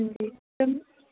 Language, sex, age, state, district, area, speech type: Dogri, female, 18-30, Jammu and Kashmir, Reasi, urban, conversation